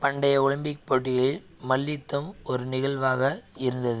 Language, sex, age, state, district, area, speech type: Tamil, male, 18-30, Tamil Nadu, Madurai, rural, read